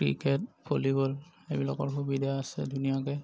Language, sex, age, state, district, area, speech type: Assamese, male, 30-45, Assam, Darrang, rural, spontaneous